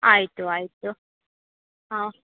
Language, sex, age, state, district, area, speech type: Kannada, female, 18-30, Karnataka, Uttara Kannada, rural, conversation